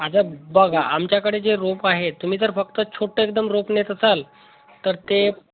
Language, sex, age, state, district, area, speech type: Marathi, male, 30-45, Maharashtra, Amravati, rural, conversation